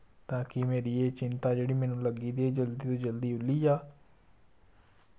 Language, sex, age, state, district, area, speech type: Dogri, male, 18-30, Jammu and Kashmir, Samba, rural, spontaneous